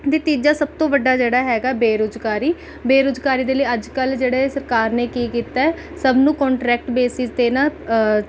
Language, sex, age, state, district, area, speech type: Punjabi, female, 18-30, Punjab, Rupnagar, rural, spontaneous